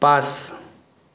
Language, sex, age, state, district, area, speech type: Assamese, male, 18-30, Assam, Sonitpur, urban, read